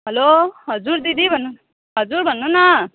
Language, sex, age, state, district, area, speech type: Nepali, female, 18-30, West Bengal, Kalimpong, rural, conversation